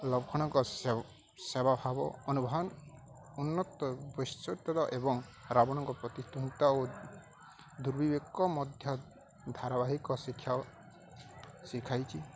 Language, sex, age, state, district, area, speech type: Odia, male, 18-30, Odisha, Balangir, urban, spontaneous